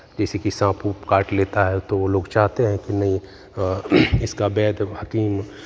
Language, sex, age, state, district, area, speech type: Hindi, male, 45-60, Bihar, Begusarai, urban, spontaneous